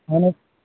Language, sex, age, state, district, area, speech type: Kashmiri, male, 45-60, Jammu and Kashmir, Srinagar, urban, conversation